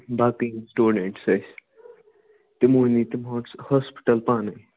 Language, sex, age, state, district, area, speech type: Kashmiri, male, 18-30, Jammu and Kashmir, Budgam, rural, conversation